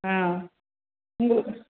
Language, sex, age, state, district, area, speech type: Tamil, female, 30-45, Tamil Nadu, Salem, rural, conversation